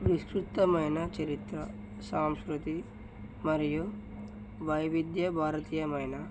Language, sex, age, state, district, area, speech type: Telugu, male, 18-30, Telangana, Narayanpet, urban, spontaneous